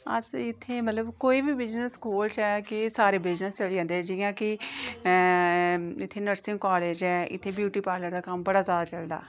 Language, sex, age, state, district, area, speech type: Dogri, female, 30-45, Jammu and Kashmir, Reasi, rural, spontaneous